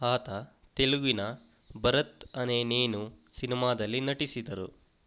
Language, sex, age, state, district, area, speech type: Kannada, male, 18-30, Karnataka, Kodagu, rural, read